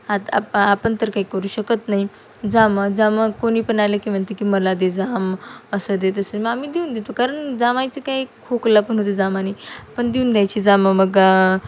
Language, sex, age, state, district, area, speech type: Marathi, female, 18-30, Maharashtra, Wardha, rural, spontaneous